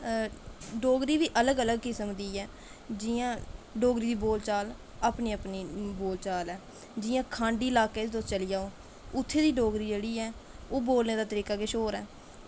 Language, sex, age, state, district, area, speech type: Dogri, female, 18-30, Jammu and Kashmir, Kathua, rural, spontaneous